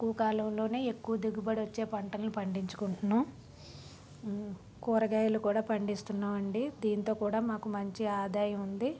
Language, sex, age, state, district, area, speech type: Telugu, female, 30-45, Andhra Pradesh, Palnadu, rural, spontaneous